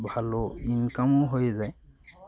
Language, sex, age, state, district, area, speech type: Bengali, male, 30-45, West Bengal, Birbhum, urban, spontaneous